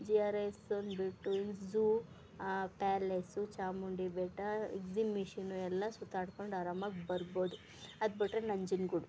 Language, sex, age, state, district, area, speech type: Kannada, female, 30-45, Karnataka, Mandya, rural, spontaneous